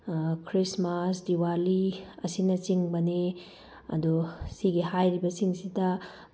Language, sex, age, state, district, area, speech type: Manipuri, female, 30-45, Manipur, Tengnoupal, rural, spontaneous